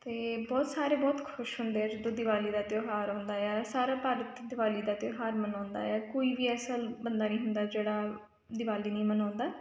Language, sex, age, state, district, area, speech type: Punjabi, female, 18-30, Punjab, Kapurthala, urban, spontaneous